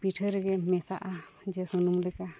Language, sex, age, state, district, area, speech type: Santali, female, 45-60, Jharkhand, East Singhbhum, rural, spontaneous